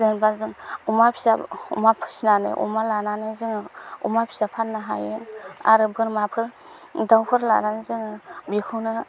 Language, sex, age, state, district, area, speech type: Bodo, female, 18-30, Assam, Baksa, rural, spontaneous